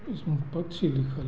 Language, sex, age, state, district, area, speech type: Hindi, male, 60+, Bihar, Begusarai, urban, read